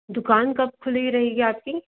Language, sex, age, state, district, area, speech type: Hindi, female, 18-30, Madhya Pradesh, Bhopal, urban, conversation